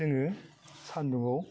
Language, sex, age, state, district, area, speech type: Bodo, male, 60+, Assam, Baksa, rural, spontaneous